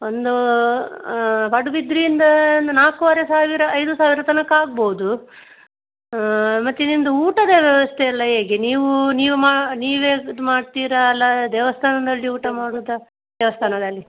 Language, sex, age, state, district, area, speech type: Kannada, female, 30-45, Karnataka, Dakshina Kannada, rural, conversation